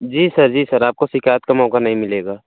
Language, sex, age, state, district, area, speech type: Hindi, male, 30-45, Uttar Pradesh, Pratapgarh, rural, conversation